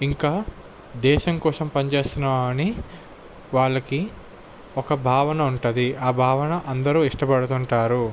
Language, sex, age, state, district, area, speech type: Telugu, male, 18-30, Andhra Pradesh, Visakhapatnam, urban, spontaneous